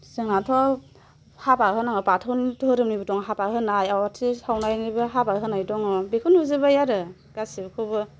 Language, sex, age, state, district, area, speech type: Bodo, female, 18-30, Assam, Kokrajhar, urban, spontaneous